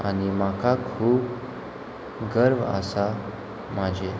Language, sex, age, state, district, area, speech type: Goan Konkani, male, 18-30, Goa, Murmgao, urban, spontaneous